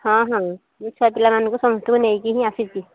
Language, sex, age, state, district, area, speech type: Odia, female, 60+, Odisha, Angul, rural, conversation